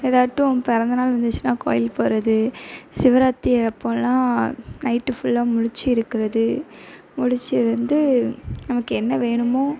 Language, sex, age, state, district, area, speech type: Tamil, female, 18-30, Tamil Nadu, Thoothukudi, rural, spontaneous